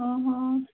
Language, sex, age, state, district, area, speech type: Odia, female, 18-30, Odisha, Cuttack, urban, conversation